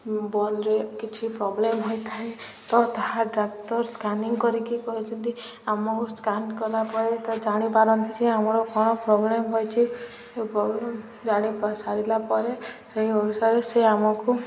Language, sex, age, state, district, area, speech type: Odia, female, 18-30, Odisha, Subarnapur, urban, spontaneous